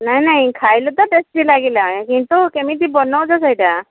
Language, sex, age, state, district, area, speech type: Odia, female, 60+, Odisha, Angul, rural, conversation